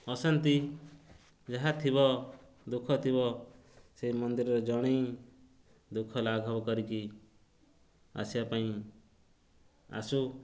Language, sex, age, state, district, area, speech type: Odia, male, 30-45, Odisha, Jagatsinghpur, urban, spontaneous